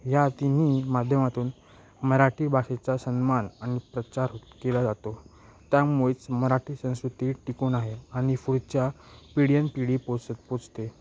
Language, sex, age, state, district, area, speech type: Marathi, male, 18-30, Maharashtra, Ratnagiri, rural, spontaneous